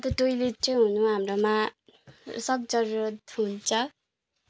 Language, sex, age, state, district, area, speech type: Nepali, female, 18-30, West Bengal, Kalimpong, rural, spontaneous